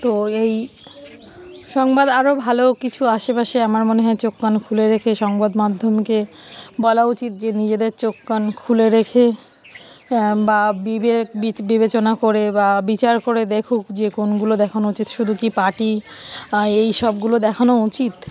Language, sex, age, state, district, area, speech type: Bengali, female, 45-60, West Bengal, Darjeeling, urban, spontaneous